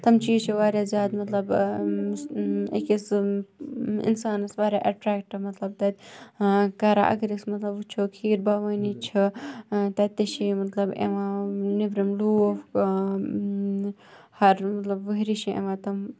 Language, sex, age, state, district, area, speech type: Kashmiri, female, 18-30, Jammu and Kashmir, Kupwara, urban, spontaneous